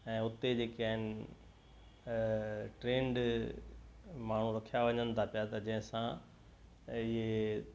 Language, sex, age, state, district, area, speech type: Sindhi, male, 60+, Gujarat, Kutch, urban, spontaneous